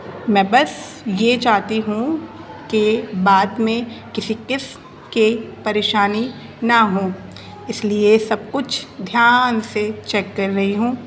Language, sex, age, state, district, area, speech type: Urdu, female, 18-30, Delhi, North East Delhi, urban, spontaneous